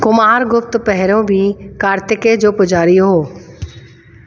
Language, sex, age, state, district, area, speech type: Sindhi, female, 45-60, Delhi, South Delhi, urban, read